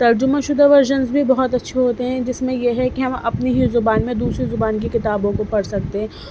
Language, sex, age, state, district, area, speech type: Urdu, female, 18-30, Delhi, Central Delhi, urban, spontaneous